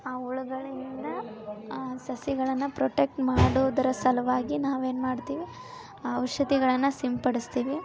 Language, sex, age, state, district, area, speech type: Kannada, female, 18-30, Karnataka, Koppal, rural, spontaneous